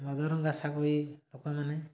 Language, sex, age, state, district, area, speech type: Odia, male, 30-45, Odisha, Mayurbhanj, rural, spontaneous